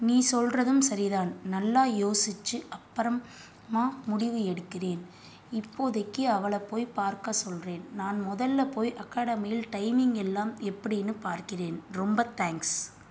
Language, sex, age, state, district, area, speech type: Tamil, female, 30-45, Tamil Nadu, Tiruvallur, urban, read